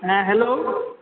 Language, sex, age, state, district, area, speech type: Bengali, male, 18-30, West Bengal, Purba Bardhaman, urban, conversation